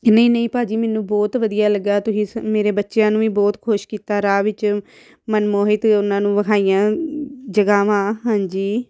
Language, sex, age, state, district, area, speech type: Punjabi, female, 30-45, Punjab, Amritsar, urban, spontaneous